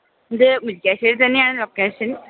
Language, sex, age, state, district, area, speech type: Malayalam, female, 18-30, Kerala, Idukki, rural, conversation